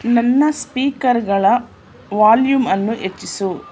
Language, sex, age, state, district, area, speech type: Kannada, female, 60+, Karnataka, Mysore, urban, read